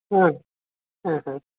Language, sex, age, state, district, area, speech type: Odia, female, 60+, Odisha, Gajapati, rural, conversation